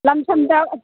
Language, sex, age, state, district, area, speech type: Manipuri, female, 60+, Manipur, Churachandpur, urban, conversation